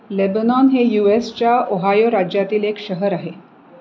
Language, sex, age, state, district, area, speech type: Marathi, female, 45-60, Maharashtra, Pune, urban, read